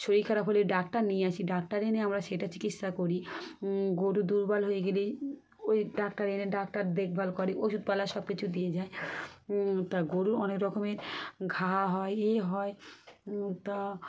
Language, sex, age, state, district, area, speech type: Bengali, female, 30-45, West Bengal, Dakshin Dinajpur, urban, spontaneous